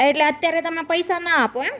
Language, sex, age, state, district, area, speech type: Gujarati, female, 30-45, Gujarat, Rajkot, urban, spontaneous